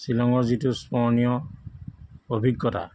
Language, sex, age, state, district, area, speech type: Assamese, male, 45-60, Assam, Jorhat, urban, spontaneous